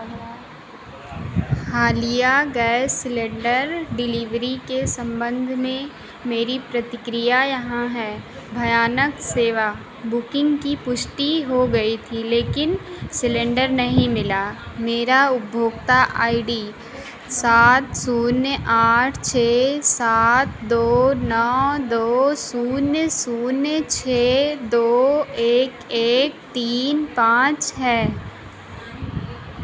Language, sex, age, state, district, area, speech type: Hindi, female, 45-60, Uttar Pradesh, Ayodhya, rural, read